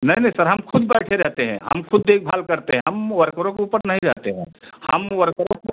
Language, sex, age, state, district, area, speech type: Hindi, male, 45-60, Uttar Pradesh, Jaunpur, rural, conversation